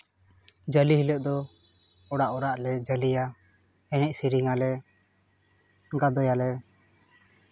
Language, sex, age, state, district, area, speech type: Santali, male, 18-30, West Bengal, Purba Bardhaman, rural, spontaneous